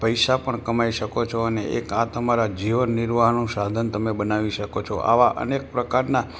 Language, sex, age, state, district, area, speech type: Gujarati, male, 60+, Gujarat, Morbi, rural, spontaneous